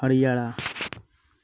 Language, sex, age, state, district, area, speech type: Hindi, male, 18-30, Uttar Pradesh, Bhadohi, rural, spontaneous